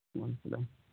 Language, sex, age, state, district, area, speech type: Urdu, male, 18-30, Bihar, Purnia, rural, conversation